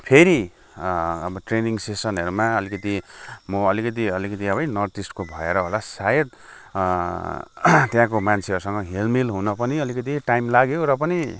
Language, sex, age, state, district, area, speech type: Nepali, male, 45-60, West Bengal, Kalimpong, rural, spontaneous